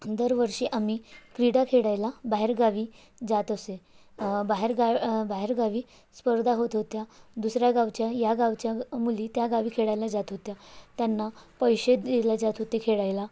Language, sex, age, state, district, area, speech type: Marathi, female, 18-30, Maharashtra, Bhandara, rural, spontaneous